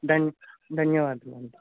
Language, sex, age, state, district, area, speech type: Telugu, male, 45-60, Andhra Pradesh, West Godavari, rural, conversation